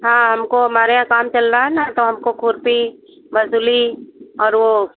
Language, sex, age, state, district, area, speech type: Hindi, female, 60+, Uttar Pradesh, Sitapur, rural, conversation